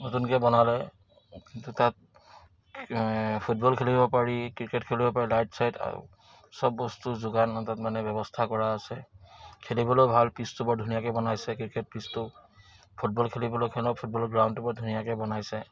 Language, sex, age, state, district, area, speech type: Assamese, male, 30-45, Assam, Dibrugarh, urban, spontaneous